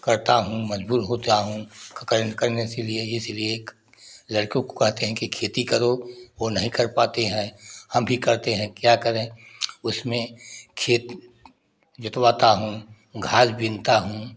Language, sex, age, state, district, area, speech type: Hindi, male, 60+, Uttar Pradesh, Prayagraj, rural, spontaneous